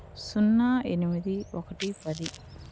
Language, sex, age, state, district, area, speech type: Telugu, female, 30-45, Andhra Pradesh, Nellore, urban, read